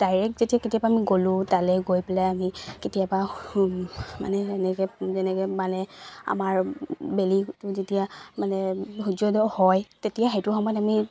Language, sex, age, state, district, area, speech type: Assamese, female, 18-30, Assam, Charaideo, rural, spontaneous